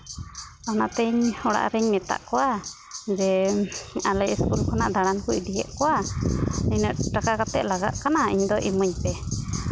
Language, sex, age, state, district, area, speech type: Santali, female, 18-30, West Bengal, Uttar Dinajpur, rural, spontaneous